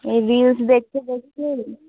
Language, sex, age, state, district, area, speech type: Bengali, female, 18-30, West Bengal, Alipurduar, rural, conversation